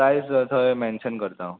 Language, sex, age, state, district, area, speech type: Goan Konkani, male, 18-30, Goa, Murmgao, urban, conversation